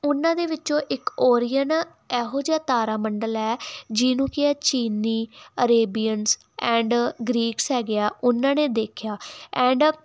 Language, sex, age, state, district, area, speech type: Punjabi, female, 18-30, Punjab, Muktsar, urban, spontaneous